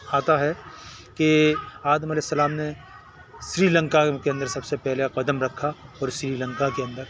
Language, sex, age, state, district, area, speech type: Urdu, male, 60+, Telangana, Hyderabad, urban, spontaneous